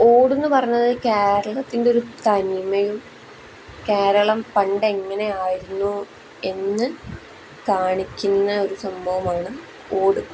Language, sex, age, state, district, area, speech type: Malayalam, female, 18-30, Kerala, Kozhikode, rural, spontaneous